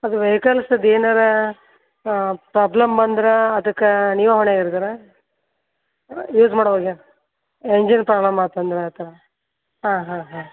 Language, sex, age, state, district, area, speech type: Kannada, female, 60+, Karnataka, Koppal, rural, conversation